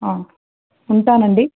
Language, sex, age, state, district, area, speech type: Telugu, female, 30-45, Andhra Pradesh, Sri Satya Sai, urban, conversation